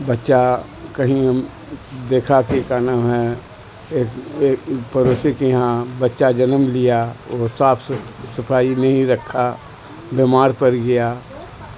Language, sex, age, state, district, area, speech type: Urdu, male, 60+, Bihar, Supaul, rural, spontaneous